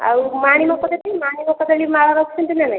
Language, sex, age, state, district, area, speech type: Odia, female, 60+, Odisha, Khordha, rural, conversation